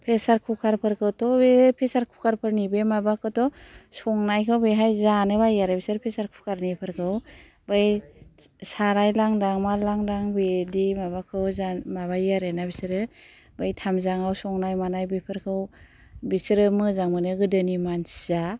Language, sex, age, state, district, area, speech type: Bodo, female, 60+, Assam, Kokrajhar, urban, spontaneous